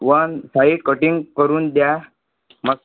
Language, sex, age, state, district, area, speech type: Marathi, male, 18-30, Maharashtra, Amravati, rural, conversation